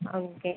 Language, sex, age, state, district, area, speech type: Tamil, female, 18-30, Tamil Nadu, Cuddalore, urban, conversation